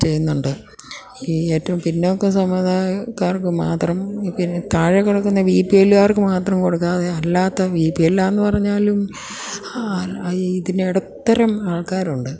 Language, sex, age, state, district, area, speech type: Malayalam, female, 60+, Kerala, Idukki, rural, spontaneous